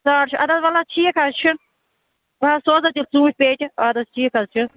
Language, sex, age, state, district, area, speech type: Kashmiri, female, 30-45, Jammu and Kashmir, Budgam, rural, conversation